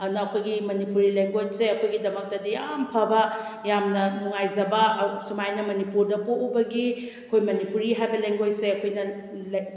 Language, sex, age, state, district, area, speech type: Manipuri, female, 30-45, Manipur, Kakching, rural, spontaneous